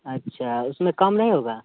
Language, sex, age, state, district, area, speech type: Hindi, male, 18-30, Bihar, Muzaffarpur, urban, conversation